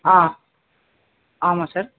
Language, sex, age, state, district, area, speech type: Tamil, male, 18-30, Tamil Nadu, Thanjavur, rural, conversation